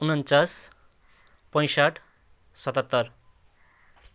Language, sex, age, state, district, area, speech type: Nepali, male, 30-45, West Bengal, Jalpaiguri, rural, spontaneous